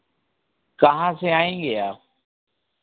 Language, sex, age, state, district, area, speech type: Hindi, male, 60+, Uttar Pradesh, Sitapur, rural, conversation